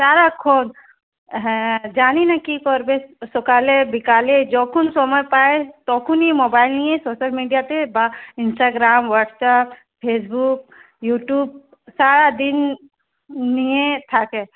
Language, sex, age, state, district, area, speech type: Bengali, female, 30-45, West Bengal, Hooghly, urban, conversation